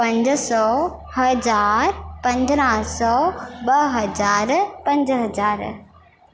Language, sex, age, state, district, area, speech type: Sindhi, female, 18-30, Madhya Pradesh, Katni, rural, spontaneous